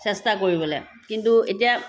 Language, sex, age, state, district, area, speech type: Assamese, female, 30-45, Assam, Sivasagar, rural, spontaneous